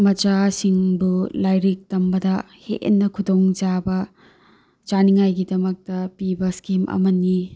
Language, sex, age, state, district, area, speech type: Manipuri, female, 30-45, Manipur, Tengnoupal, rural, spontaneous